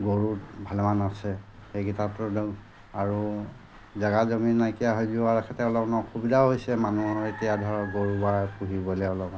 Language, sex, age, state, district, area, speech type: Assamese, male, 45-60, Assam, Golaghat, rural, spontaneous